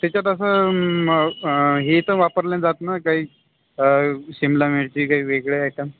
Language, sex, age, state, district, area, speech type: Marathi, male, 30-45, Maharashtra, Buldhana, urban, conversation